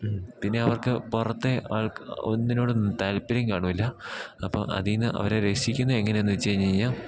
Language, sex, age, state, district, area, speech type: Malayalam, male, 18-30, Kerala, Idukki, rural, spontaneous